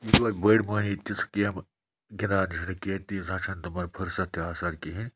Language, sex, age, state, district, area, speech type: Kashmiri, male, 18-30, Jammu and Kashmir, Budgam, rural, spontaneous